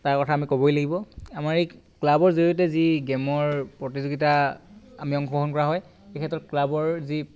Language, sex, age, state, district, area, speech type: Assamese, male, 18-30, Assam, Tinsukia, urban, spontaneous